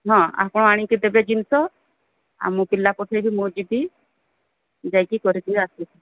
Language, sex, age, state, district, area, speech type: Odia, female, 45-60, Odisha, Sundergarh, rural, conversation